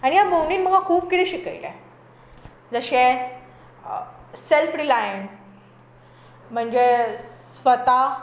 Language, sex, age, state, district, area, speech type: Goan Konkani, female, 18-30, Goa, Tiswadi, rural, spontaneous